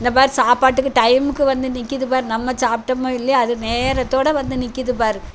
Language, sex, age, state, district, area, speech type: Tamil, female, 60+, Tamil Nadu, Thoothukudi, rural, spontaneous